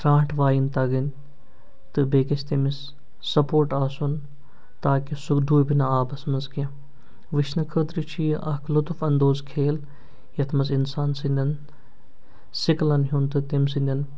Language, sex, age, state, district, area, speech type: Kashmiri, male, 45-60, Jammu and Kashmir, Srinagar, urban, spontaneous